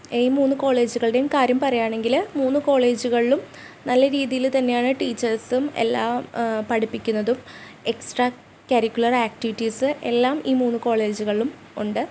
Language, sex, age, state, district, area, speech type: Malayalam, female, 18-30, Kerala, Ernakulam, rural, spontaneous